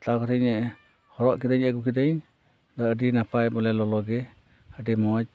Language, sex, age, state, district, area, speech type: Santali, male, 60+, West Bengal, Purba Bardhaman, rural, spontaneous